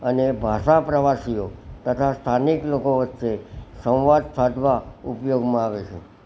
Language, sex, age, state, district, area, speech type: Gujarati, male, 60+, Gujarat, Kheda, rural, spontaneous